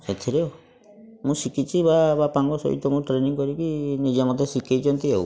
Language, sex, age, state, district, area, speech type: Odia, male, 45-60, Odisha, Mayurbhanj, rural, spontaneous